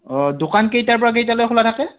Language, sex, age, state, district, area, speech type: Assamese, male, 45-60, Assam, Morigaon, rural, conversation